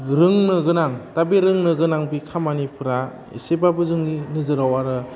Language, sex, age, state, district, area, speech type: Bodo, male, 18-30, Assam, Udalguri, urban, spontaneous